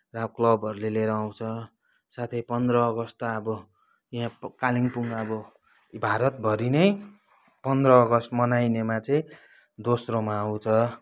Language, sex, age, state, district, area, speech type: Nepali, male, 30-45, West Bengal, Kalimpong, rural, spontaneous